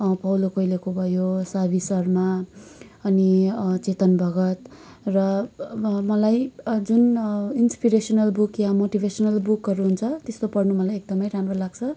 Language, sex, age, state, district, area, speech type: Nepali, female, 18-30, West Bengal, Kalimpong, rural, spontaneous